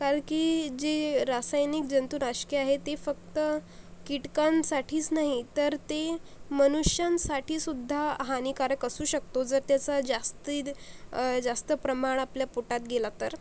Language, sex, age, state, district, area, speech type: Marathi, female, 45-60, Maharashtra, Akola, rural, spontaneous